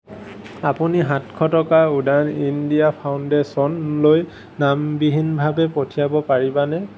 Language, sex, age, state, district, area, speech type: Assamese, male, 18-30, Assam, Kamrup Metropolitan, urban, read